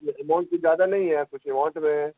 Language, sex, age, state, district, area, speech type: Urdu, male, 18-30, Bihar, Gaya, urban, conversation